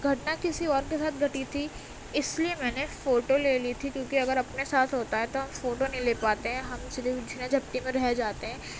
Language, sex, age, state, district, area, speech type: Urdu, female, 18-30, Uttar Pradesh, Gautam Buddha Nagar, urban, spontaneous